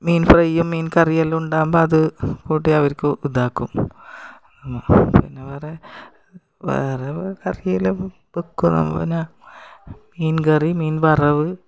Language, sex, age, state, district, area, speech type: Malayalam, female, 45-60, Kerala, Kasaragod, rural, spontaneous